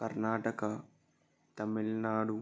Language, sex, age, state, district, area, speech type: Telugu, male, 60+, Andhra Pradesh, West Godavari, rural, spontaneous